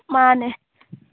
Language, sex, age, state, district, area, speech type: Manipuri, female, 18-30, Manipur, Chandel, rural, conversation